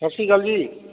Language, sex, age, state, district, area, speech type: Punjabi, male, 30-45, Punjab, Fatehgarh Sahib, rural, conversation